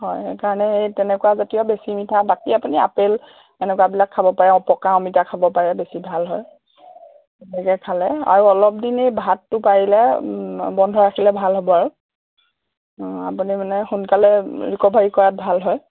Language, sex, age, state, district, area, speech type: Assamese, female, 30-45, Assam, Golaghat, rural, conversation